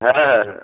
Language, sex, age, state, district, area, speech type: Bengali, male, 45-60, West Bengal, Hooghly, rural, conversation